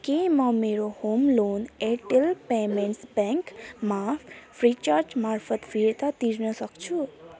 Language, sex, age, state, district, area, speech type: Nepali, female, 18-30, West Bengal, Alipurduar, rural, read